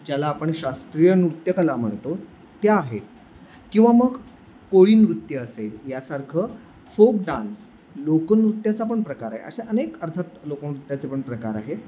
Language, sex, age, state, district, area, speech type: Marathi, male, 30-45, Maharashtra, Sangli, urban, spontaneous